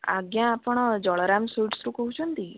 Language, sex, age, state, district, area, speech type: Odia, female, 30-45, Odisha, Bhadrak, rural, conversation